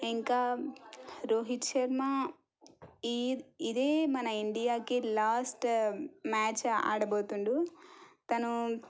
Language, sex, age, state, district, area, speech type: Telugu, female, 18-30, Telangana, Suryapet, urban, spontaneous